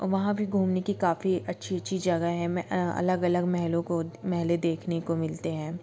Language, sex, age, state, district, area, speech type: Hindi, female, 30-45, Madhya Pradesh, Jabalpur, urban, spontaneous